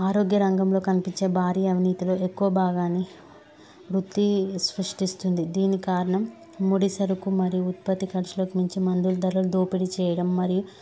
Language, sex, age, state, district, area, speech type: Telugu, female, 30-45, Telangana, Medchal, urban, spontaneous